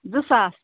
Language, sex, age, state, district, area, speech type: Kashmiri, female, 30-45, Jammu and Kashmir, Ganderbal, rural, conversation